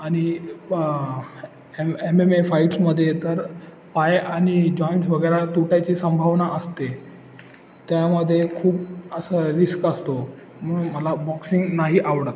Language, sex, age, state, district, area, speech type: Marathi, male, 18-30, Maharashtra, Ratnagiri, urban, spontaneous